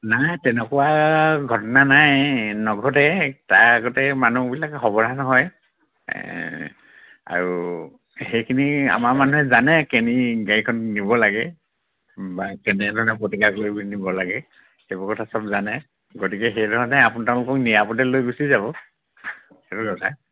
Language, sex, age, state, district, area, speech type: Assamese, male, 60+, Assam, Dhemaji, rural, conversation